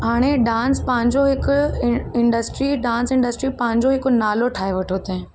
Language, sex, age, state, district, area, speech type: Sindhi, female, 18-30, Uttar Pradesh, Lucknow, urban, spontaneous